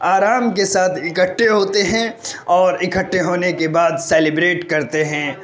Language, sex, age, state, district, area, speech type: Urdu, male, 18-30, Uttar Pradesh, Gautam Buddha Nagar, urban, spontaneous